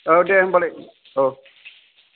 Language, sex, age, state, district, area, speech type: Bodo, male, 60+, Assam, Kokrajhar, rural, conversation